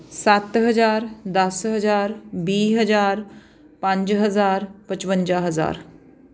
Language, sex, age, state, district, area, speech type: Punjabi, female, 30-45, Punjab, Patiala, urban, spontaneous